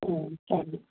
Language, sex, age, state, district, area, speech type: Tamil, female, 60+, Tamil Nadu, Virudhunagar, rural, conversation